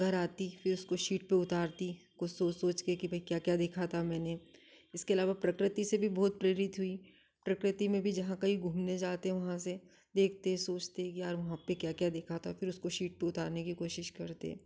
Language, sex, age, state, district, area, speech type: Hindi, female, 30-45, Madhya Pradesh, Ujjain, urban, spontaneous